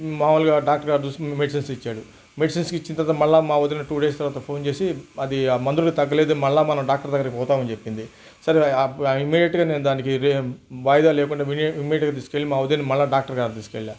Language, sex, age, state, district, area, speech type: Telugu, male, 60+, Andhra Pradesh, Nellore, urban, spontaneous